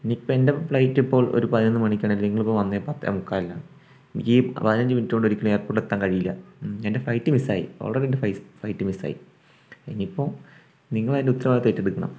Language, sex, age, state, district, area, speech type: Malayalam, male, 18-30, Kerala, Wayanad, rural, spontaneous